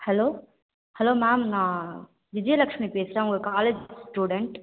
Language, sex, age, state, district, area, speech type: Tamil, female, 18-30, Tamil Nadu, Cuddalore, rural, conversation